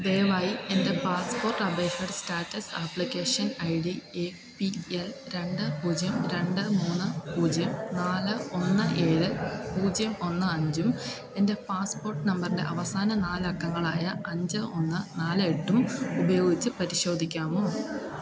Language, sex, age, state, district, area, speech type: Malayalam, female, 18-30, Kerala, Idukki, rural, read